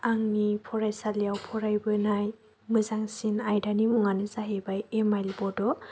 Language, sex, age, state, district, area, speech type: Bodo, female, 18-30, Assam, Chirang, rural, spontaneous